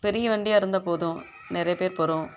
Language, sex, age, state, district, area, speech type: Tamil, female, 60+, Tamil Nadu, Kallakurichi, urban, spontaneous